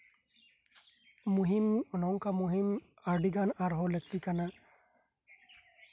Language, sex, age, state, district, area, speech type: Santali, male, 18-30, West Bengal, Birbhum, rural, spontaneous